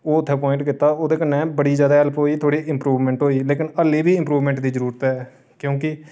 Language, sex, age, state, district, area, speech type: Dogri, male, 30-45, Jammu and Kashmir, Reasi, urban, spontaneous